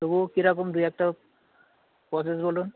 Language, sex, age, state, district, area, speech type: Bengali, male, 45-60, West Bengal, Dakshin Dinajpur, rural, conversation